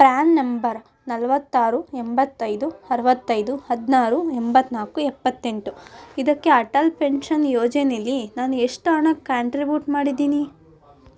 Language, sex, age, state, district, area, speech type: Kannada, female, 18-30, Karnataka, Davanagere, rural, read